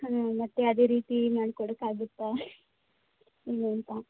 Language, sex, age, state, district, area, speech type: Kannada, female, 18-30, Karnataka, Chamarajanagar, rural, conversation